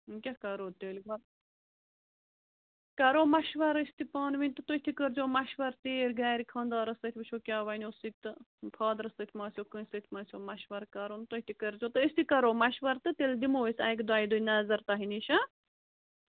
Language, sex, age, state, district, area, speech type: Kashmiri, female, 30-45, Jammu and Kashmir, Bandipora, rural, conversation